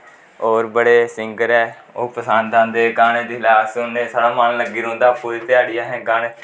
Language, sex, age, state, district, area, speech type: Dogri, male, 18-30, Jammu and Kashmir, Kathua, rural, spontaneous